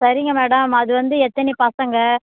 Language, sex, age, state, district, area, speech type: Tamil, female, 60+, Tamil Nadu, Viluppuram, rural, conversation